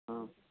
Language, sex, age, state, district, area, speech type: Tamil, male, 18-30, Tamil Nadu, Ranipet, rural, conversation